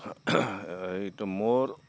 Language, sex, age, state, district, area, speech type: Assamese, male, 60+, Assam, Goalpara, urban, spontaneous